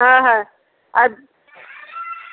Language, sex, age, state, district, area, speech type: Bengali, female, 45-60, West Bengal, Paschim Bardhaman, urban, conversation